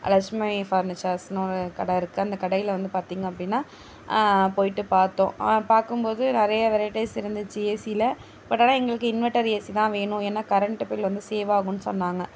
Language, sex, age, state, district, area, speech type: Tamil, female, 30-45, Tamil Nadu, Mayiladuthurai, rural, spontaneous